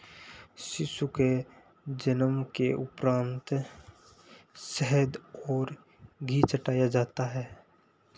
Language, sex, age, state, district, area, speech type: Hindi, male, 18-30, Rajasthan, Nagaur, rural, spontaneous